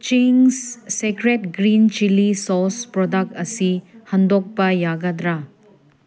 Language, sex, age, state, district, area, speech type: Manipuri, female, 30-45, Manipur, Senapati, urban, read